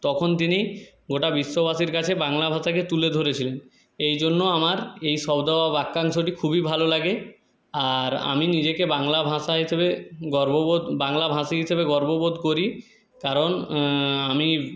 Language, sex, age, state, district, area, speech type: Bengali, male, 30-45, West Bengal, Jhargram, rural, spontaneous